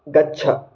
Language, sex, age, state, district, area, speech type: Sanskrit, male, 18-30, Karnataka, Chikkamagaluru, rural, read